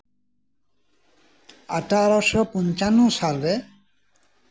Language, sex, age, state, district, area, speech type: Santali, male, 60+, West Bengal, Birbhum, rural, spontaneous